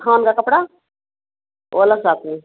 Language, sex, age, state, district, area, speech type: Hindi, female, 45-60, Bihar, Madhepura, rural, conversation